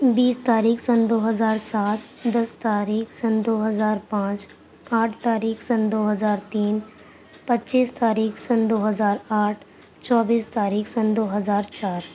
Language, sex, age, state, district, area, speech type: Urdu, female, 18-30, Uttar Pradesh, Gautam Buddha Nagar, urban, spontaneous